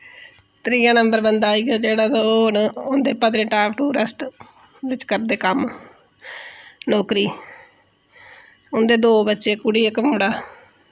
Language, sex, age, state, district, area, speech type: Dogri, female, 30-45, Jammu and Kashmir, Udhampur, urban, spontaneous